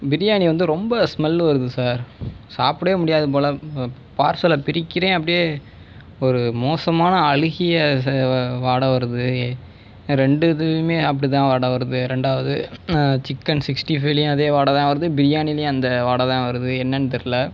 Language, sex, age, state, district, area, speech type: Tamil, male, 30-45, Tamil Nadu, Pudukkottai, rural, spontaneous